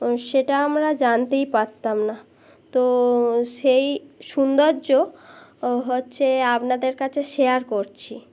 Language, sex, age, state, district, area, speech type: Bengali, female, 18-30, West Bengal, Birbhum, urban, spontaneous